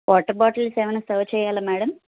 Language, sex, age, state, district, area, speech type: Telugu, female, 45-60, Andhra Pradesh, N T Rama Rao, rural, conversation